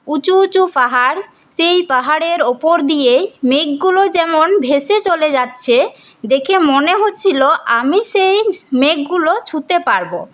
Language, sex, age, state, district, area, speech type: Bengali, female, 18-30, West Bengal, Paschim Bardhaman, rural, spontaneous